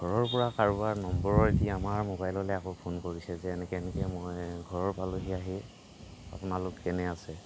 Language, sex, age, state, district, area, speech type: Assamese, male, 45-60, Assam, Kamrup Metropolitan, urban, spontaneous